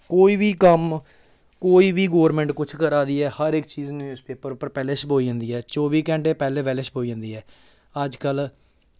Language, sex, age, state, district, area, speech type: Dogri, male, 18-30, Jammu and Kashmir, Samba, rural, spontaneous